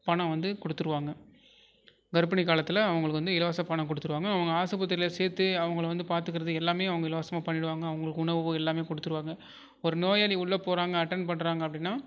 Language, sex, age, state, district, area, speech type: Tamil, male, 18-30, Tamil Nadu, Tiruvarur, urban, spontaneous